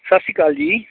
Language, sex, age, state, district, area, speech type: Punjabi, male, 30-45, Punjab, Bathinda, rural, conversation